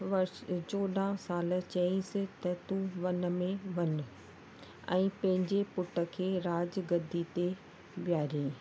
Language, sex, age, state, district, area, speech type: Sindhi, female, 30-45, Rajasthan, Ajmer, urban, spontaneous